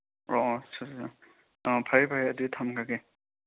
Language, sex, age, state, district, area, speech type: Manipuri, male, 18-30, Manipur, Chandel, rural, conversation